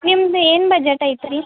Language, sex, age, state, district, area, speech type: Kannada, female, 18-30, Karnataka, Belgaum, rural, conversation